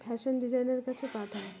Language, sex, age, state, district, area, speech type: Bengali, female, 18-30, West Bengal, Dakshin Dinajpur, urban, spontaneous